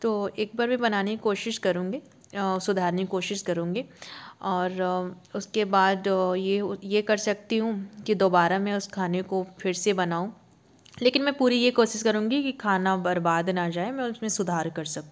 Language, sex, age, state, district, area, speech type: Hindi, female, 30-45, Madhya Pradesh, Jabalpur, urban, spontaneous